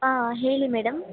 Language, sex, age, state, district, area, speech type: Kannada, other, 18-30, Karnataka, Bangalore Urban, urban, conversation